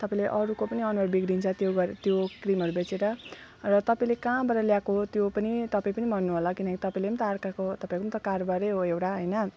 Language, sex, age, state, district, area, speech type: Nepali, female, 30-45, West Bengal, Alipurduar, urban, spontaneous